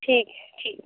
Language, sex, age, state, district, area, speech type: Hindi, female, 30-45, Bihar, Muzaffarpur, rural, conversation